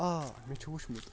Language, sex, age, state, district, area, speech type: Kashmiri, male, 18-30, Jammu and Kashmir, Budgam, rural, spontaneous